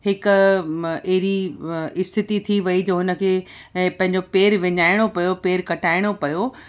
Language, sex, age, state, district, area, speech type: Sindhi, female, 30-45, Uttar Pradesh, Lucknow, urban, spontaneous